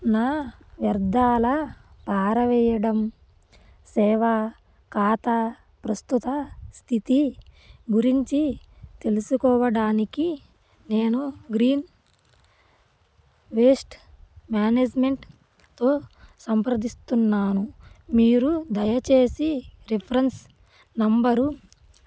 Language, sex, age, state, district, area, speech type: Telugu, female, 30-45, Andhra Pradesh, Krishna, rural, read